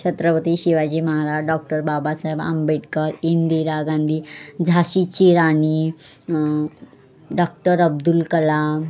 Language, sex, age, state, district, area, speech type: Marathi, female, 30-45, Maharashtra, Wardha, rural, spontaneous